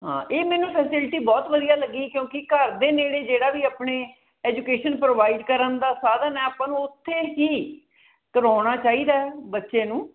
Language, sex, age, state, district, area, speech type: Punjabi, female, 45-60, Punjab, Mohali, urban, conversation